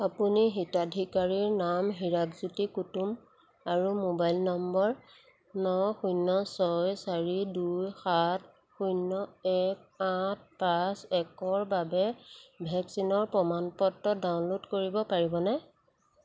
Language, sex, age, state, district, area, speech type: Assamese, female, 30-45, Assam, Jorhat, urban, read